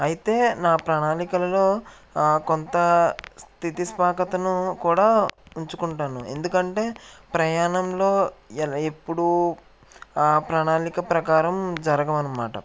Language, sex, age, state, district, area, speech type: Telugu, male, 18-30, Andhra Pradesh, Eluru, rural, spontaneous